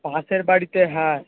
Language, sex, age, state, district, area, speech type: Bengali, male, 18-30, West Bengal, Darjeeling, rural, conversation